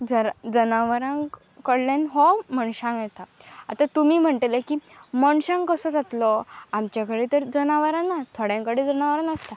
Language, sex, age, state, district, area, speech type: Goan Konkani, female, 18-30, Goa, Pernem, rural, spontaneous